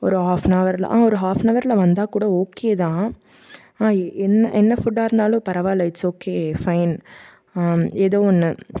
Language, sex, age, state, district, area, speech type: Tamil, female, 18-30, Tamil Nadu, Tiruppur, rural, spontaneous